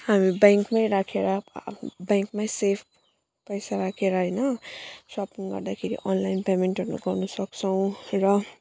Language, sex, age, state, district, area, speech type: Nepali, female, 30-45, West Bengal, Jalpaiguri, urban, spontaneous